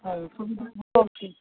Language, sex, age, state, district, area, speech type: Odia, male, 45-60, Odisha, Nabarangpur, rural, conversation